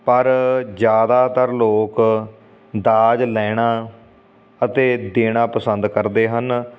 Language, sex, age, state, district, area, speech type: Punjabi, male, 30-45, Punjab, Fatehgarh Sahib, urban, spontaneous